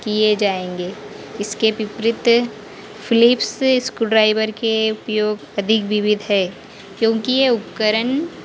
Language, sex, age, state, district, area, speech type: Hindi, female, 18-30, Madhya Pradesh, Harda, urban, spontaneous